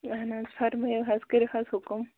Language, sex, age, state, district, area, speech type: Kashmiri, female, 18-30, Jammu and Kashmir, Pulwama, rural, conversation